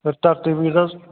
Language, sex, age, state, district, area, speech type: Punjabi, male, 30-45, Punjab, Fatehgarh Sahib, rural, conversation